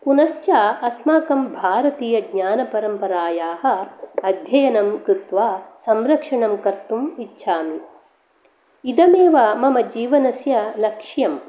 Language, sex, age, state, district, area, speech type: Sanskrit, female, 45-60, Karnataka, Dakshina Kannada, rural, spontaneous